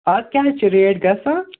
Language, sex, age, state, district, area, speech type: Kashmiri, female, 30-45, Jammu and Kashmir, Budgam, rural, conversation